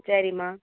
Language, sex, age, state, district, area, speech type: Tamil, female, 30-45, Tamil Nadu, Dharmapuri, rural, conversation